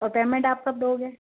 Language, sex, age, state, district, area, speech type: Hindi, female, 30-45, Rajasthan, Jodhpur, urban, conversation